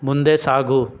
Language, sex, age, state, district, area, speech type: Kannada, male, 18-30, Karnataka, Chikkaballapur, urban, read